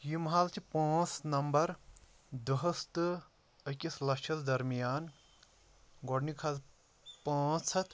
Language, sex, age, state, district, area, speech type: Kashmiri, male, 30-45, Jammu and Kashmir, Shopian, rural, spontaneous